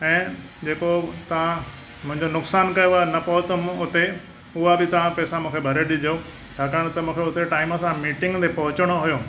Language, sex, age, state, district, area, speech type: Sindhi, male, 60+, Maharashtra, Thane, urban, spontaneous